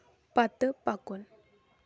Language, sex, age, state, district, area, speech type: Kashmiri, female, 18-30, Jammu and Kashmir, Kulgam, rural, read